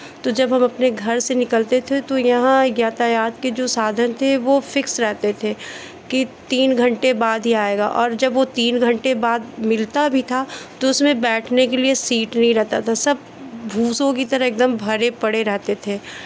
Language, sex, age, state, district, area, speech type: Hindi, female, 30-45, Uttar Pradesh, Chandauli, rural, spontaneous